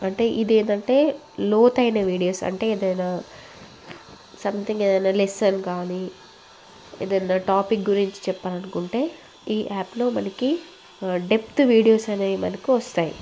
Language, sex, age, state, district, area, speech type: Telugu, female, 18-30, Telangana, Jagtial, rural, spontaneous